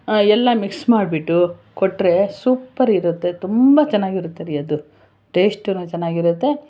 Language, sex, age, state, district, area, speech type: Kannada, female, 60+, Karnataka, Bangalore Urban, urban, spontaneous